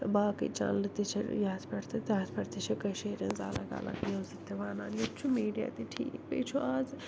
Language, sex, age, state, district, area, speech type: Kashmiri, female, 45-60, Jammu and Kashmir, Srinagar, urban, spontaneous